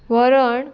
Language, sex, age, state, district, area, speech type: Goan Konkani, female, 18-30, Goa, Murmgao, urban, spontaneous